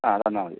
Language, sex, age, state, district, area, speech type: Malayalam, male, 60+, Kerala, Palakkad, urban, conversation